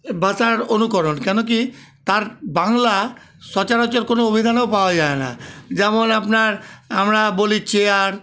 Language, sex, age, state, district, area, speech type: Bengali, male, 60+, West Bengal, Paschim Bardhaman, urban, spontaneous